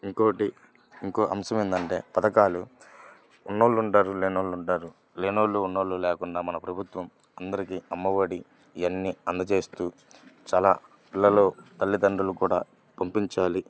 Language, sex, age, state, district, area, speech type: Telugu, male, 18-30, Andhra Pradesh, Bapatla, rural, spontaneous